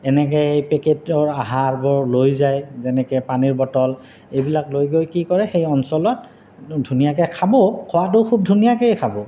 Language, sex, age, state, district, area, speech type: Assamese, male, 30-45, Assam, Goalpara, urban, spontaneous